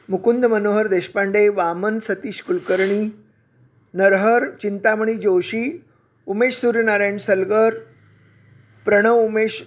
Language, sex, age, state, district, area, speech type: Marathi, male, 60+, Maharashtra, Sangli, urban, spontaneous